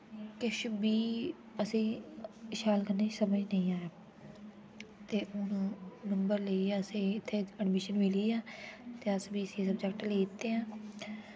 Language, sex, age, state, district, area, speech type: Dogri, female, 18-30, Jammu and Kashmir, Udhampur, urban, spontaneous